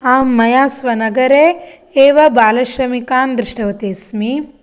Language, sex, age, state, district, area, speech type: Sanskrit, female, 18-30, Karnataka, Shimoga, rural, spontaneous